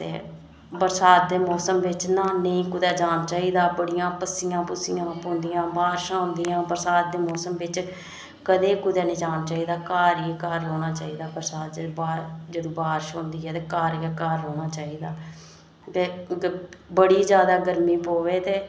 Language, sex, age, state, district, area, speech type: Dogri, female, 30-45, Jammu and Kashmir, Reasi, rural, spontaneous